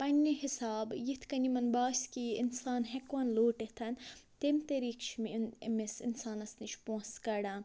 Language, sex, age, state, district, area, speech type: Kashmiri, female, 30-45, Jammu and Kashmir, Budgam, rural, spontaneous